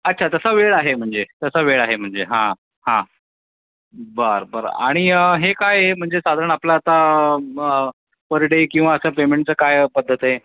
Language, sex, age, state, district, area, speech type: Marathi, male, 45-60, Maharashtra, Thane, rural, conversation